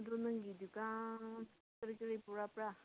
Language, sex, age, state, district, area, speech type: Manipuri, female, 18-30, Manipur, Senapati, rural, conversation